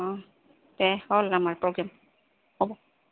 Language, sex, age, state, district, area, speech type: Assamese, female, 60+, Assam, Goalpara, urban, conversation